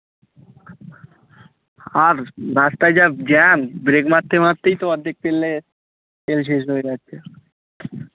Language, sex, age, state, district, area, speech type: Bengali, male, 18-30, West Bengal, Birbhum, urban, conversation